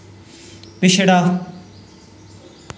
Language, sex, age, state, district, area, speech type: Dogri, male, 18-30, Jammu and Kashmir, Kathua, rural, read